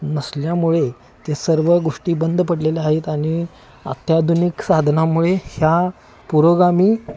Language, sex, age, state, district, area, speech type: Marathi, male, 30-45, Maharashtra, Kolhapur, urban, spontaneous